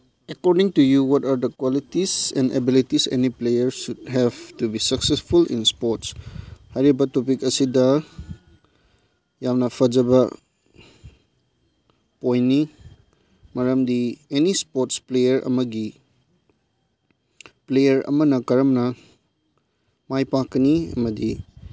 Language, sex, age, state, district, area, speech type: Manipuri, male, 18-30, Manipur, Chandel, rural, spontaneous